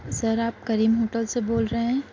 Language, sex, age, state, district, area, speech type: Urdu, female, 18-30, Uttar Pradesh, Gautam Buddha Nagar, urban, spontaneous